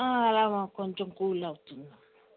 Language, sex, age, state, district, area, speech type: Telugu, female, 60+, Andhra Pradesh, Alluri Sitarama Raju, rural, conversation